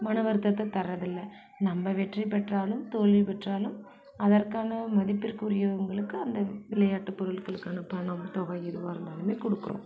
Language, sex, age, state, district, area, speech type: Tamil, female, 45-60, Tamil Nadu, Mayiladuthurai, urban, spontaneous